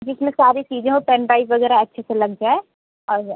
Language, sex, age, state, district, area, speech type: Hindi, female, 18-30, Uttar Pradesh, Sonbhadra, rural, conversation